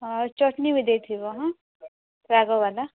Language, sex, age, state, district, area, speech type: Odia, female, 18-30, Odisha, Nabarangpur, urban, conversation